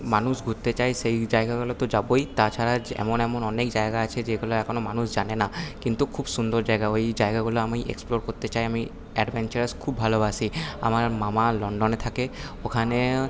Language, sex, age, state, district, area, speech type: Bengali, male, 18-30, West Bengal, Paschim Bardhaman, urban, spontaneous